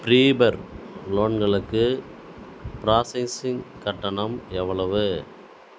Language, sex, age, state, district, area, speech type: Tamil, male, 30-45, Tamil Nadu, Dharmapuri, rural, read